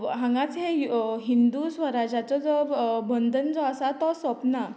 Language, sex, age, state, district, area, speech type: Goan Konkani, female, 18-30, Goa, Canacona, rural, spontaneous